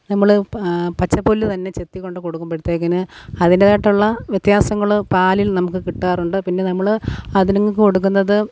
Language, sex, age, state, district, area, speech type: Malayalam, female, 30-45, Kerala, Alappuzha, rural, spontaneous